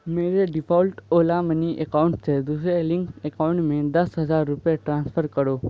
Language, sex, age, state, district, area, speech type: Urdu, male, 18-30, Bihar, Saharsa, rural, read